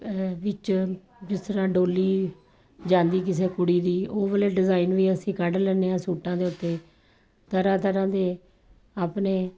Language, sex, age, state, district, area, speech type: Punjabi, female, 45-60, Punjab, Kapurthala, urban, spontaneous